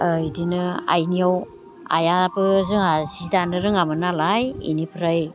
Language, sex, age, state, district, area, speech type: Bodo, female, 60+, Assam, Baksa, rural, spontaneous